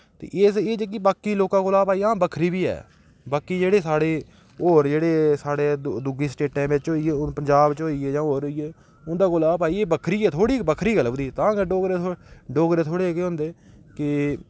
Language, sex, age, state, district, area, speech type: Dogri, male, 18-30, Jammu and Kashmir, Udhampur, rural, spontaneous